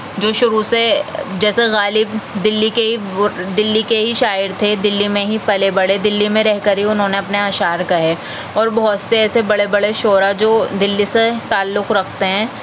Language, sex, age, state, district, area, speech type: Urdu, female, 18-30, Delhi, South Delhi, urban, spontaneous